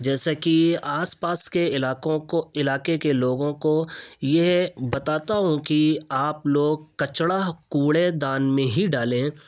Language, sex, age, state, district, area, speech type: Urdu, male, 18-30, Uttar Pradesh, Ghaziabad, urban, spontaneous